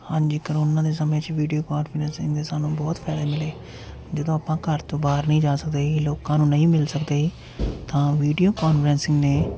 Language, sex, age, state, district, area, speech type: Punjabi, male, 30-45, Punjab, Jalandhar, urban, spontaneous